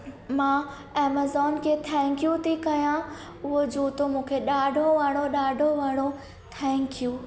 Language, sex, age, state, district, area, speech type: Sindhi, female, 18-30, Madhya Pradesh, Katni, urban, spontaneous